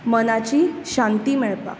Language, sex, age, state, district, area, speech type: Goan Konkani, female, 30-45, Goa, Bardez, urban, spontaneous